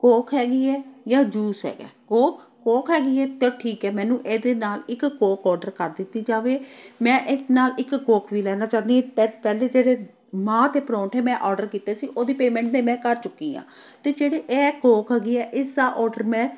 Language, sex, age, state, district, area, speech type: Punjabi, female, 45-60, Punjab, Amritsar, urban, spontaneous